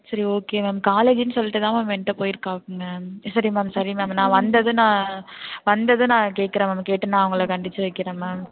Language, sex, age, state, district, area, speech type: Tamil, female, 18-30, Tamil Nadu, Thanjavur, rural, conversation